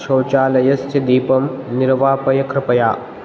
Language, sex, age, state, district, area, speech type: Sanskrit, male, 18-30, Maharashtra, Osmanabad, rural, read